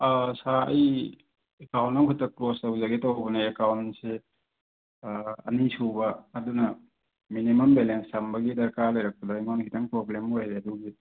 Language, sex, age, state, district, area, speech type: Manipuri, male, 18-30, Manipur, Thoubal, rural, conversation